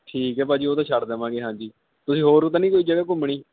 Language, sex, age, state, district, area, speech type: Punjabi, male, 18-30, Punjab, Kapurthala, urban, conversation